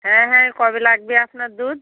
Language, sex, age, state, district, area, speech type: Bengali, female, 45-60, West Bengal, North 24 Parganas, rural, conversation